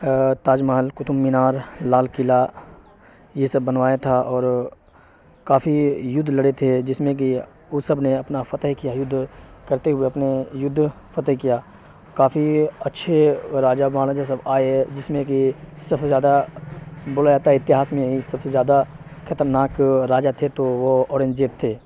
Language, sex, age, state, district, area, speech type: Urdu, male, 18-30, Bihar, Supaul, rural, spontaneous